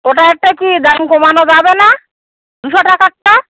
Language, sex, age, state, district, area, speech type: Bengali, female, 30-45, West Bengal, Howrah, urban, conversation